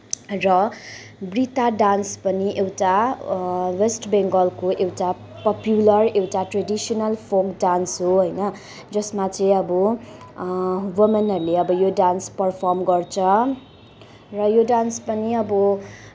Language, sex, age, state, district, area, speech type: Nepali, female, 18-30, West Bengal, Kalimpong, rural, spontaneous